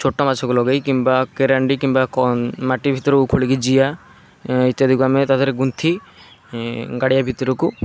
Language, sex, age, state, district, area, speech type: Odia, male, 18-30, Odisha, Kendrapara, urban, spontaneous